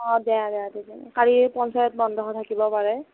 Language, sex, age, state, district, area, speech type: Assamese, female, 30-45, Assam, Nagaon, rural, conversation